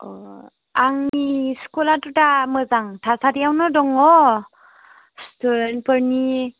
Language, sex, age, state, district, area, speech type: Bodo, female, 18-30, Assam, Chirang, urban, conversation